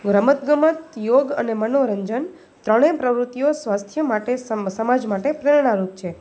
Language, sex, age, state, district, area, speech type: Gujarati, female, 30-45, Gujarat, Rajkot, urban, spontaneous